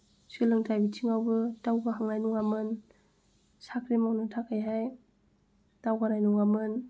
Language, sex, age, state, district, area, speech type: Bodo, female, 18-30, Assam, Kokrajhar, rural, spontaneous